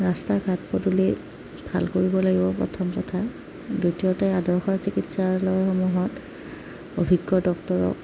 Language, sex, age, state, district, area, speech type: Assamese, female, 30-45, Assam, Darrang, rural, spontaneous